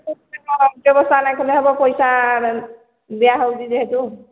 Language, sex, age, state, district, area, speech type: Odia, female, 45-60, Odisha, Sambalpur, rural, conversation